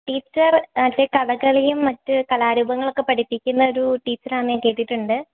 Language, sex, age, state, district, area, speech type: Malayalam, female, 18-30, Kerala, Idukki, rural, conversation